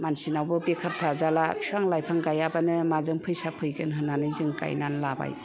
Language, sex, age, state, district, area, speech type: Bodo, female, 60+, Assam, Kokrajhar, rural, spontaneous